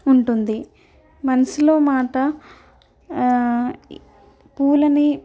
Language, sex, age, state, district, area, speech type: Telugu, female, 18-30, Telangana, Ranga Reddy, rural, spontaneous